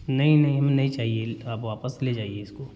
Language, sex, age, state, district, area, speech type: Hindi, male, 30-45, Uttar Pradesh, Jaunpur, rural, spontaneous